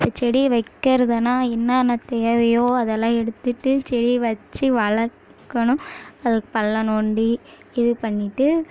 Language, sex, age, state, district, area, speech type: Tamil, female, 18-30, Tamil Nadu, Kallakurichi, rural, spontaneous